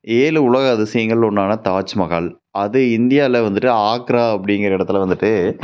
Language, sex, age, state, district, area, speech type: Tamil, male, 30-45, Tamil Nadu, Tiruppur, rural, spontaneous